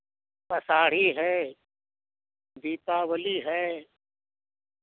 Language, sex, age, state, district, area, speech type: Hindi, male, 60+, Uttar Pradesh, Lucknow, rural, conversation